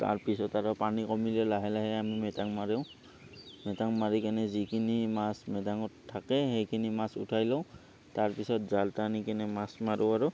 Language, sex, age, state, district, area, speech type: Assamese, male, 30-45, Assam, Barpeta, rural, spontaneous